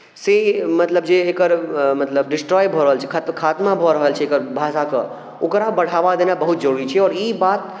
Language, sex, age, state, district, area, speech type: Maithili, male, 18-30, Bihar, Darbhanga, rural, spontaneous